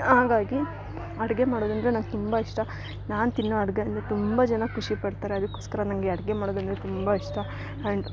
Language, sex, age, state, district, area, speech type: Kannada, female, 18-30, Karnataka, Chikkamagaluru, rural, spontaneous